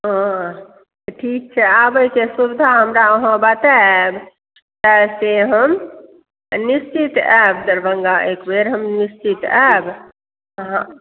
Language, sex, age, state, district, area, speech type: Maithili, female, 60+, Bihar, Supaul, rural, conversation